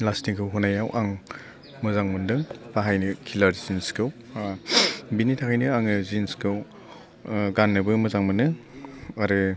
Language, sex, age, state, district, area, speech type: Bodo, male, 30-45, Assam, Chirang, rural, spontaneous